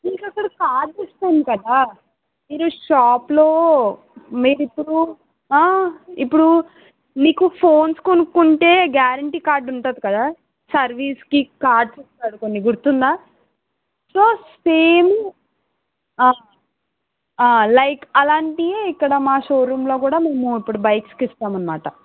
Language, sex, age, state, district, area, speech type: Telugu, female, 30-45, Andhra Pradesh, Eluru, rural, conversation